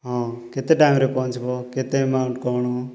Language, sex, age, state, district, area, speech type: Odia, male, 30-45, Odisha, Kalahandi, rural, spontaneous